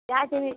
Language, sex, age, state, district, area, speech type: Odia, female, 45-60, Odisha, Bargarh, rural, conversation